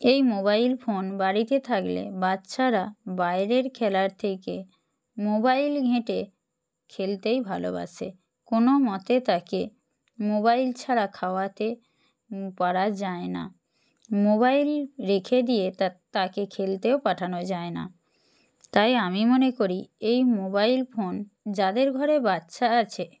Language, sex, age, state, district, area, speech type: Bengali, female, 45-60, West Bengal, Purba Medinipur, rural, spontaneous